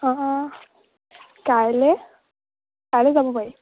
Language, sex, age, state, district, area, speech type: Assamese, female, 18-30, Assam, Charaideo, urban, conversation